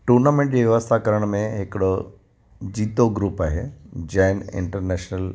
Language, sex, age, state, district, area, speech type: Sindhi, male, 45-60, Gujarat, Kutch, urban, spontaneous